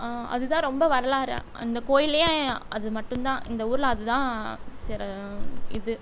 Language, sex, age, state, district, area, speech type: Tamil, female, 30-45, Tamil Nadu, Coimbatore, rural, spontaneous